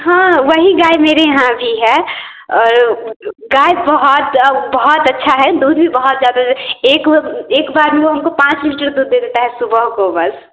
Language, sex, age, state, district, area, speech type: Hindi, female, 18-30, Bihar, Samastipur, rural, conversation